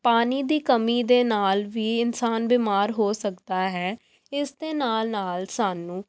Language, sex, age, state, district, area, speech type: Punjabi, female, 18-30, Punjab, Pathankot, urban, spontaneous